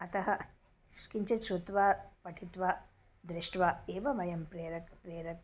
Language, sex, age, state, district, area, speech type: Sanskrit, female, 45-60, Karnataka, Bangalore Urban, urban, spontaneous